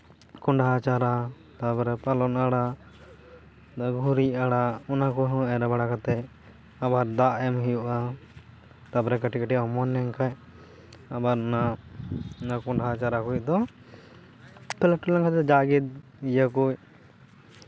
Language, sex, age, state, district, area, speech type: Santali, male, 18-30, West Bengal, Purba Bardhaman, rural, spontaneous